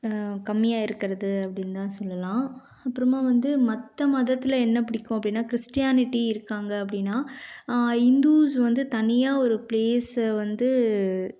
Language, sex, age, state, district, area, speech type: Tamil, female, 18-30, Tamil Nadu, Tiruvannamalai, urban, spontaneous